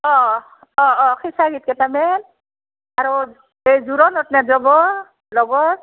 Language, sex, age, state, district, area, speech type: Assamese, female, 45-60, Assam, Barpeta, rural, conversation